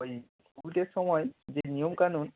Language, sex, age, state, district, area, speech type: Bengali, male, 30-45, West Bengal, Howrah, urban, conversation